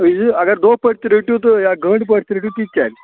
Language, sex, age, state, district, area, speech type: Kashmiri, male, 30-45, Jammu and Kashmir, Budgam, rural, conversation